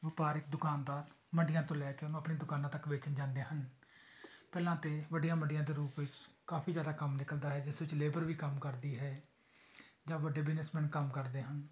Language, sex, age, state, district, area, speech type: Punjabi, male, 30-45, Punjab, Tarn Taran, urban, spontaneous